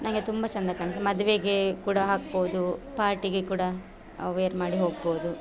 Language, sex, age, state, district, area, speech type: Kannada, female, 30-45, Karnataka, Dakshina Kannada, rural, spontaneous